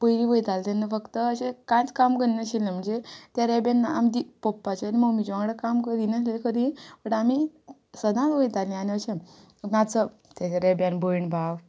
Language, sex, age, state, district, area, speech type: Goan Konkani, female, 18-30, Goa, Ponda, rural, spontaneous